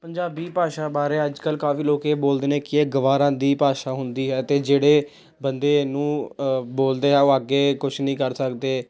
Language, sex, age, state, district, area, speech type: Punjabi, male, 18-30, Punjab, Gurdaspur, urban, spontaneous